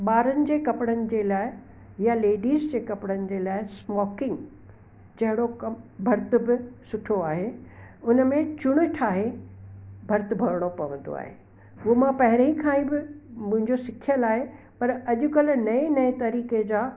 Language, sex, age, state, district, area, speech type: Sindhi, female, 60+, Gujarat, Kutch, urban, spontaneous